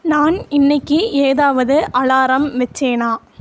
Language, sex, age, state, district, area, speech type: Tamil, female, 18-30, Tamil Nadu, Coimbatore, rural, read